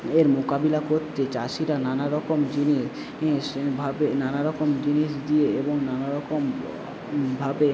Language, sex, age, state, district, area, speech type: Bengali, male, 18-30, West Bengal, Paschim Medinipur, rural, spontaneous